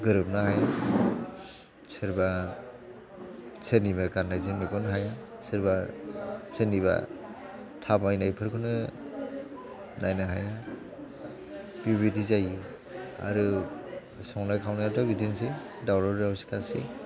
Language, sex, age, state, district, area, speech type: Bodo, male, 45-60, Assam, Chirang, urban, spontaneous